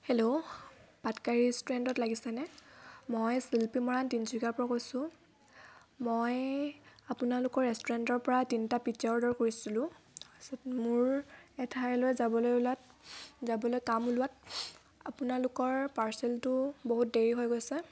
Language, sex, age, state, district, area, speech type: Assamese, female, 18-30, Assam, Tinsukia, urban, spontaneous